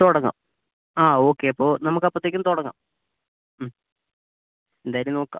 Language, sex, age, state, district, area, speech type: Malayalam, male, 60+, Kerala, Kozhikode, urban, conversation